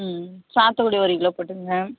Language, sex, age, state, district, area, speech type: Tamil, female, 45-60, Tamil Nadu, Kallakurichi, urban, conversation